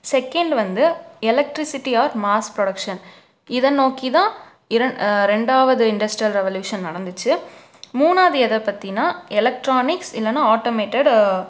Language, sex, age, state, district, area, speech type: Tamil, female, 18-30, Tamil Nadu, Tiruppur, urban, spontaneous